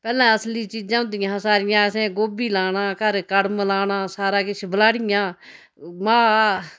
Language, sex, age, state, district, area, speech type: Dogri, female, 60+, Jammu and Kashmir, Udhampur, rural, spontaneous